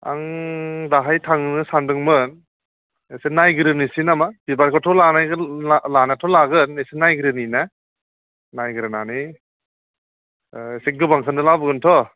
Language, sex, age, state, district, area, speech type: Bodo, male, 30-45, Assam, Udalguri, urban, conversation